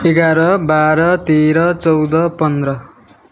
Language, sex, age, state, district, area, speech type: Nepali, male, 18-30, West Bengal, Darjeeling, rural, spontaneous